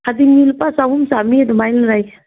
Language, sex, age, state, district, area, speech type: Manipuri, female, 60+, Manipur, Kangpokpi, urban, conversation